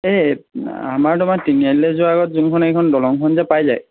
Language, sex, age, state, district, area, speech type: Assamese, male, 18-30, Assam, Jorhat, urban, conversation